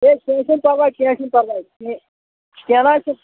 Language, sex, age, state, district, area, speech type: Kashmiri, male, 30-45, Jammu and Kashmir, Kulgam, rural, conversation